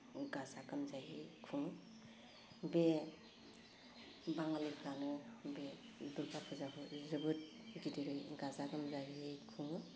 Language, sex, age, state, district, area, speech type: Bodo, female, 45-60, Assam, Udalguri, urban, spontaneous